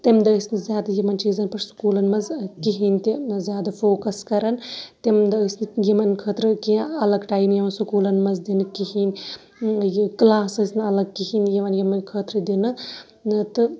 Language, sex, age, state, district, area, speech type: Kashmiri, female, 30-45, Jammu and Kashmir, Shopian, urban, spontaneous